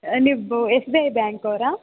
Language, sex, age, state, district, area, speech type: Kannada, female, 18-30, Karnataka, Chikkaballapur, rural, conversation